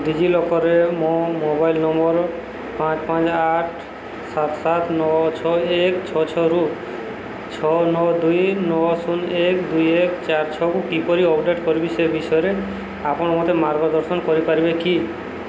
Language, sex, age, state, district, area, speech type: Odia, male, 45-60, Odisha, Subarnapur, urban, read